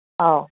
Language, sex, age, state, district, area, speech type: Manipuri, female, 45-60, Manipur, Kangpokpi, urban, conversation